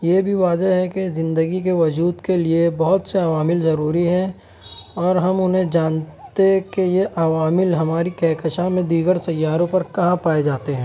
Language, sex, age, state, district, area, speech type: Urdu, male, 18-30, Maharashtra, Nashik, urban, spontaneous